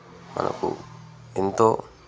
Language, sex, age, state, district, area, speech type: Telugu, male, 30-45, Telangana, Jangaon, rural, spontaneous